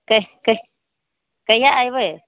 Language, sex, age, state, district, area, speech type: Maithili, female, 30-45, Bihar, Araria, rural, conversation